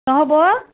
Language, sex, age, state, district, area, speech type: Assamese, female, 60+, Assam, Barpeta, rural, conversation